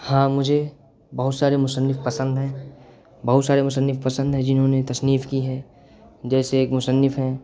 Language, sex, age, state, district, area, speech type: Urdu, male, 18-30, Uttar Pradesh, Siddharthnagar, rural, spontaneous